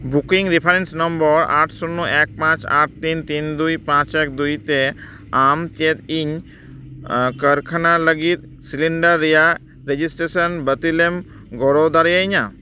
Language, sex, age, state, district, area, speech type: Santali, male, 30-45, West Bengal, Dakshin Dinajpur, rural, read